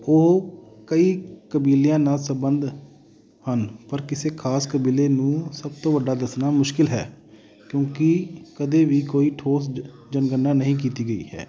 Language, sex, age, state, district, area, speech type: Punjabi, male, 30-45, Punjab, Amritsar, urban, read